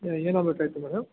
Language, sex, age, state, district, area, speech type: Kannada, male, 45-60, Karnataka, Ramanagara, urban, conversation